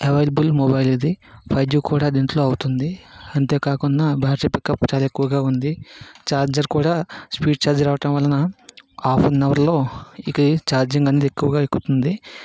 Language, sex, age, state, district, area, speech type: Telugu, male, 60+, Andhra Pradesh, Vizianagaram, rural, spontaneous